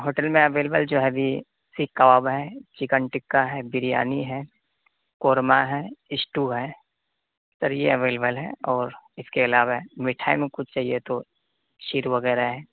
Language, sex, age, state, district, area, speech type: Urdu, male, 18-30, Uttar Pradesh, Saharanpur, urban, conversation